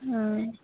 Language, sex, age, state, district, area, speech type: Santali, female, 18-30, West Bengal, Malda, rural, conversation